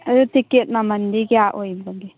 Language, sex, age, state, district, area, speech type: Manipuri, female, 18-30, Manipur, Thoubal, rural, conversation